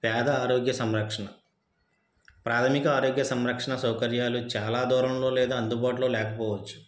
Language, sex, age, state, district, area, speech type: Telugu, male, 30-45, Andhra Pradesh, East Godavari, rural, spontaneous